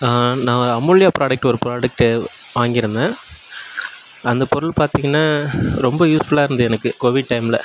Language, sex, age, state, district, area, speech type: Tamil, male, 18-30, Tamil Nadu, Nagapattinam, urban, spontaneous